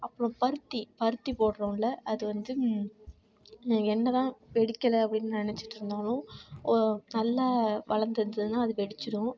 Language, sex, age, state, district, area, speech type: Tamil, female, 30-45, Tamil Nadu, Tiruvarur, rural, spontaneous